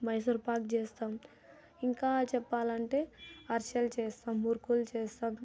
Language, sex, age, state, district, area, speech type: Telugu, female, 18-30, Telangana, Nalgonda, rural, spontaneous